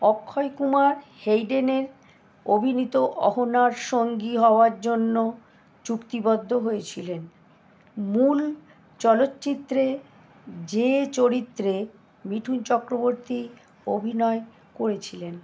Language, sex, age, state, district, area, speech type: Bengali, female, 45-60, West Bengal, Howrah, urban, read